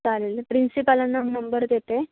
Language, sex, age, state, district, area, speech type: Marathi, female, 18-30, Maharashtra, Sindhudurg, urban, conversation